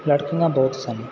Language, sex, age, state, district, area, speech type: Punjabi, male, 18-30, Punjab, Muktsar, rural, spontaneous